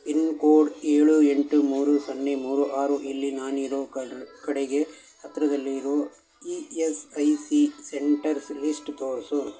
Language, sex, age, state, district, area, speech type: Kannada, male, 60+, Karnataka, Shimoga, rural, read